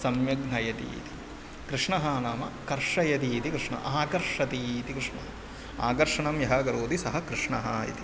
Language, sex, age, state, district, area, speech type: Sanskrit, male, 30-45, Kerala, Ernakulam, urban, spontaneous